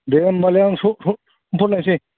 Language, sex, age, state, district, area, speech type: Bodo, male, 45-60, Assam, Udalguri, rural, conversation